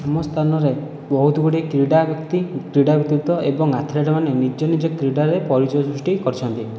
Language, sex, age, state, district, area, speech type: Odia, male, 18-30, Odisha, Khordha, rural, spontaneous